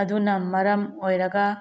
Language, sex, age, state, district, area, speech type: Manipuri, female, 45-60, Manipur, Tengnoupal, urban, spontaneous